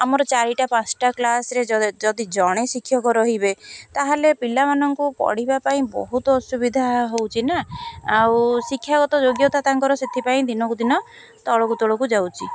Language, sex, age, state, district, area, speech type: Odia, female, 30-45, Odisha, Jagatsinghpur, rural, spontaneous